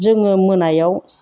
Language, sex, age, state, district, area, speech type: Bodo, female, 45-60, Assam, Chirang, rural, spontaneous